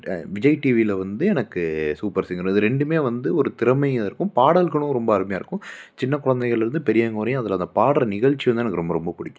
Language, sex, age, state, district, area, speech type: Tamil, male, 30-45, Tamil Nadu, Coimbatore, urban, spontaneous